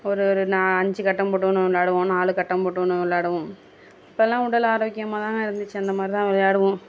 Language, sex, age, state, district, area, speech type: Tamil, female, 60+, Tamil Nadu, Tiruvarur, rural, spontaneous